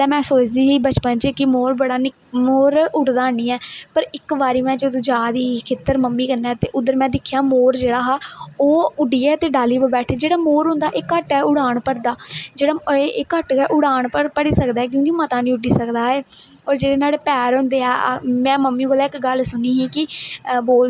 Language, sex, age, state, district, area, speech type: Dogri, female, 18-30, Jammu and Kashmir, Kathua, rural, spontaneous